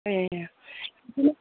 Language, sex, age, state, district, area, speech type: Bodo, female, 45-60, Assam, Chirang, rural, conversation